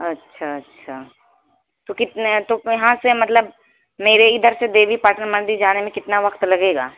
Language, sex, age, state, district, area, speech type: Urdu, female, 18-30, Uttar Pradesh, Balrampur, rural, conversation